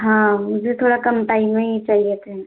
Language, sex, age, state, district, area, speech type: Hindi, female, 45-60, Madhya Pradesh, Balaghat, rural, conversation